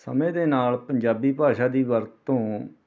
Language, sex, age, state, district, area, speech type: Punjabi, male, 45-60, Punjab, Rupnagar, urban, spontaneous